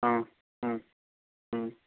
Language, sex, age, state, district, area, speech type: Tamil, male, 18-30, Tamil Nadu, Ranipet, rural, conversation